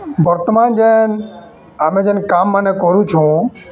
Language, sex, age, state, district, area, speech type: Odia, male, 45-60, Odisha, Bargarh, urban, spontaneous